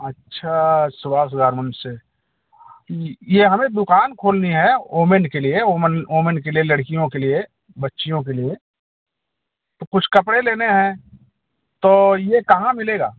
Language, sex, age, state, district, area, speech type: Hindi, male, 60+, Uttar Pradesh, Jaunpur, rural, conversation